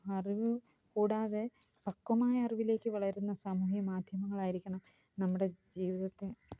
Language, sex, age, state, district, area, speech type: Malayalam, female, 45-60, Kerala, Kottayam, rural, spontaneous